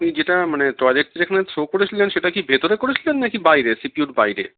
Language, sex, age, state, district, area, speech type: Bengali, male, 45-60, West Bengal, Darjeeling, rural, conversation